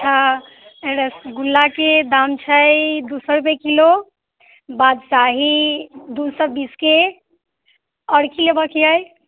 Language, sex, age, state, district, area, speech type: Maithili, female, 18-30, Bihar, Muzaffarpur, urban, conversation